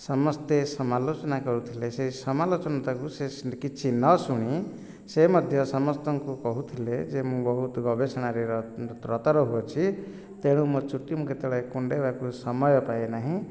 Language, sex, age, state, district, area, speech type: Odia, male, 45-60, Odisha, Nayagarh, rural, spontaneous